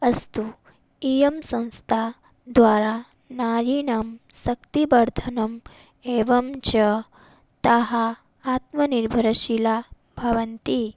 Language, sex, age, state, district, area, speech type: Sanskrit, female, 18-30, Odisha, Bhadrak, rural, spontaneous